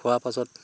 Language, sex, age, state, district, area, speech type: Assamese, male, 45-60, Assam, Sivasagar, rural, spontaneous